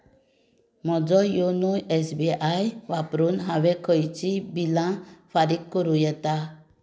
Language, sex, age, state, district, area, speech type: Goan Konkani, female, 45-60, Goa, Tiswadi, rural, read